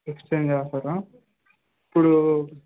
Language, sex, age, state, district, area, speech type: Telugu, male, 18-30, Telangana, Yadadri Bhuvanagiri, urban, conversation